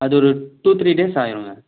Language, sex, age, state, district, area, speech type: Tamil, male, 18-30, Tamil Nadu, Viluppuram, urban, conversation